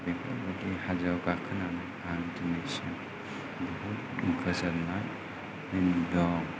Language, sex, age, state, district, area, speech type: Bodo, male, 45-60, Assam, Kokrajhar, rural, spontaneous